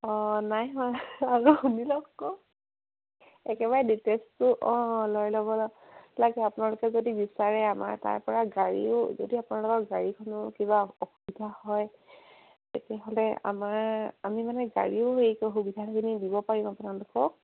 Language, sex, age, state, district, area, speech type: Assamese, female, 45-60, Assam, Dibrugarh, rural, conversation